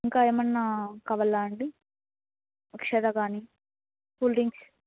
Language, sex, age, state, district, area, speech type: Telugu, female, 18-30, Andhra Pradesh, Annamaya, rural, conversation